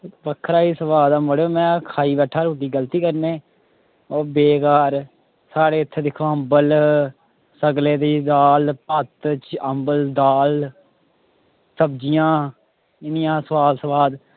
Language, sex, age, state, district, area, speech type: Dogri, male, 18-30, Jammu and Kashmir, Kathua, rural, conversation